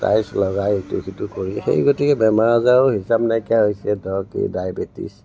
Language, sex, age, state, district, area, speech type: Assamese, male, 60+, Assam, Tinsukia, rural, spontaneous